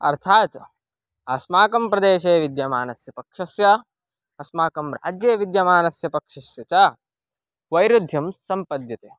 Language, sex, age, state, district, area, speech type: Sanskrit, male, 18-30, Karnataka, Mysore, urban, spontaneous